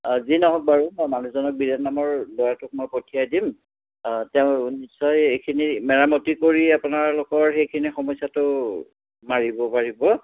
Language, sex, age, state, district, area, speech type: Assamese, male, 60+, Assam, Udalguri, rural, conversation